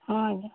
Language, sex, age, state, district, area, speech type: Odia, female, 30-45, Odisha, Bargarh, urban, conversation